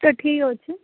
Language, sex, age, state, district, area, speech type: Odia, female, 18-30, Odisha, Sundergarh, urban, conversation